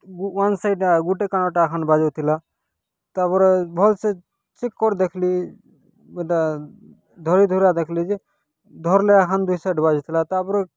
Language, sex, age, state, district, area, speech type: Odia, male, 18-30, Odisha, Kalahandi, rural, spontaneous